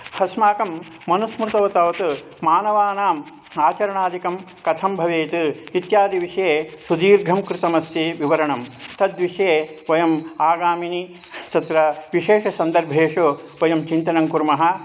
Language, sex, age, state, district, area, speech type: Sanskrit, male, 60+, Karnataka, Mandya, rural, spontaneous